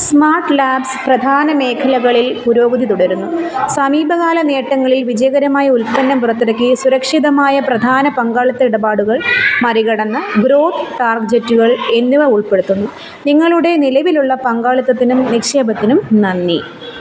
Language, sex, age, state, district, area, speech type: Malayalam, female, 30-45, Kerala, Kollam, rural, read